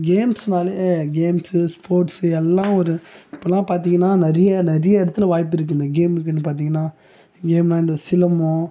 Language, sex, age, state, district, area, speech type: Tamil, male, 18-30, Tamil Nadu, Tiruvannamalai, rural, spontaneous